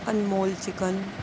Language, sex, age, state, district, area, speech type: Urdu, female, 30-45, Delhi, Central Delhi, urban, spontaneous